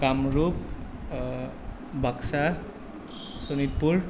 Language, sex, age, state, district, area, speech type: Assamese, male, 18-30, Assam, Nalbari, rural, spontaneous